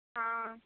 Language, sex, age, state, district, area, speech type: Punjabi, female, 18-30, Punjab, Shaheed Bhagat Singh Nagar, rural, conversation